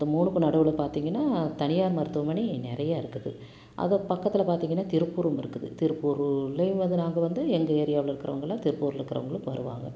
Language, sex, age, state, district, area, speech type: Tamil, female, 45-60, Tamil Nadu, Tiruppur, rural, spontaneous